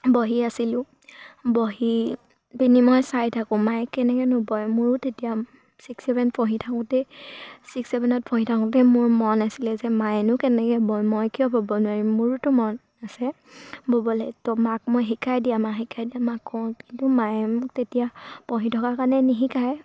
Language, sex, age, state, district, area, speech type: Assamese, female, 18-30, Assam, Sivasagar, rural, spontaneous